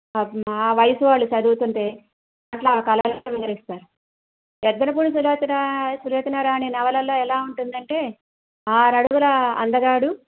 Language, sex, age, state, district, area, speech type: Telugu, female, 60+, Andhra Pradesh, Krishna, rural, conversation